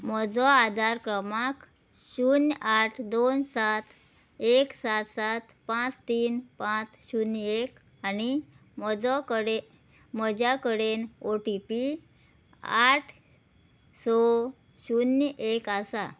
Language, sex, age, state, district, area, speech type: Goan Konkani, female, 30-45, Goa, Murmgao, rural, read